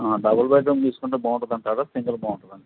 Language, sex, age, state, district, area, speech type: Telugu, male, 60+, Andhra Pradesh, Nandyal, urban, conversation